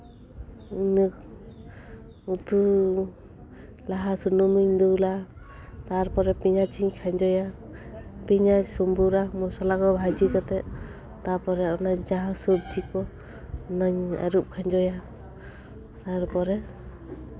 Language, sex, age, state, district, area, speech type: Santali, female, 30-45, West Bengal, Bankura, rural, spontaneous